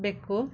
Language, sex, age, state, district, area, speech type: Kannada, female, 30-45, Karnataka, Mysore, rural, read